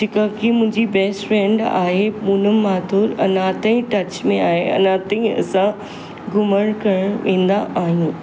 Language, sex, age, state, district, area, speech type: Sindhi, female, 45-60, Maharashtra, Mumbai Suburban, urban, spontaneous